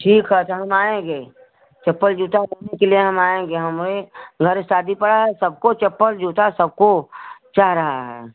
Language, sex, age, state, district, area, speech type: Hindi, female, 60+, Uttar Pradesh, Chandauli, rural, conversation